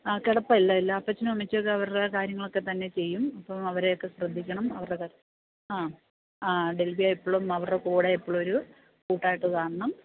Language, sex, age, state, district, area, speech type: Malayalam, female, 45-60, Kerala, Idukki, rural, conversation